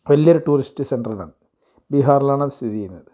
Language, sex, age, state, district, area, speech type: Malayalam, male, 45-60, Kerala, Kasaragod, rural, spontaneous